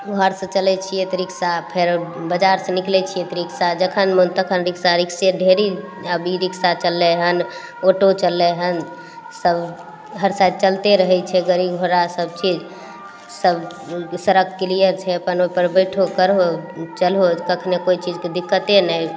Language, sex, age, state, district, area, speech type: Maithili, female, 30-45, Bihar, Begusarai, urban, spontaneous